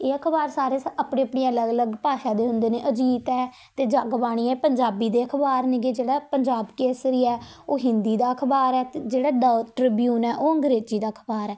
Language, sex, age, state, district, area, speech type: Punjabi, female, 18-30, Punjab, Patiala, urban, spontaneous